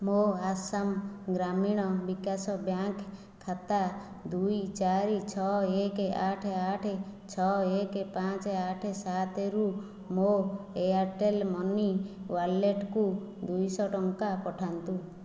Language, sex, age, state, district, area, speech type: Odia, female, 45-60, Odisha, Jajpur, rural, read